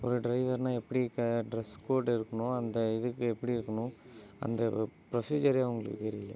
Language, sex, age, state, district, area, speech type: Tamil, male, 18-30, Tamil Nadu, Ariyalur, rural, spontaneous